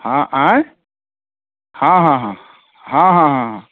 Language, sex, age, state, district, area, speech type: Hindi, male, 30-45, Bihar, Samastipur, urban, conversation